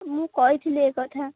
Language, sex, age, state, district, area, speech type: Odia, female, 18-30, Odisha, Kendrapara, urban, conversation